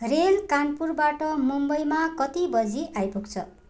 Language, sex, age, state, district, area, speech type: Nepali, female, 45-60, West Bengal, Darjeeling, rural, read